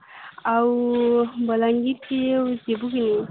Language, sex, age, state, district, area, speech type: Odia, female, 18-30, Odisha, Balangir, urban, conversation